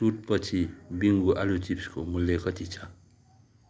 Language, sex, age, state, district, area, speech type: Nepali, male, 45-60, West Bengal, Darjeeling, rural, read